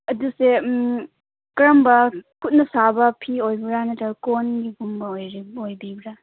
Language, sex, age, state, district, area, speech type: Manipuri, female, 18-30, Manipur, Chandel, rural, conversation